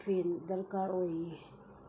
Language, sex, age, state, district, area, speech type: Manipuri, female, 60+, Manipur, Ukhrul, rural, spontaneous